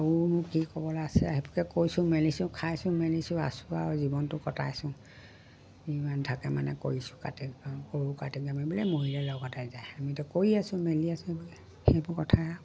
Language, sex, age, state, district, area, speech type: Assamese, female, 60+, Assam, Dibrugarh, rural, spontaneous